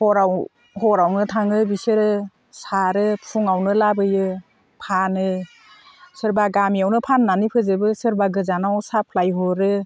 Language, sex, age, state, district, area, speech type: Bodo, female, 45-60, Assam, Udalguri, rural, spontaneous